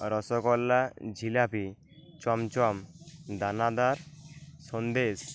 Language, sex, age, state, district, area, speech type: Bengali, male, 18-30, West Bengal, Uttar Dinajpur, rural, spontaneous